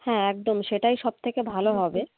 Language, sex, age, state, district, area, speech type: Bengali, female, 30-45, West Bengal, North 24 Parganas, rural, conversation